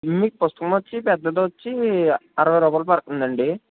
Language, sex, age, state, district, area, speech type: Telugu, male, 18-30, Andhra Pradesh, Konaseema, rural, conversation